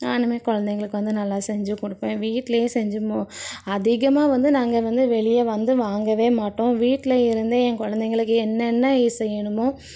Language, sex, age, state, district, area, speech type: Tamil, female, 30-45, Tamil Nadu, Thoothukudi, urban, spontaneous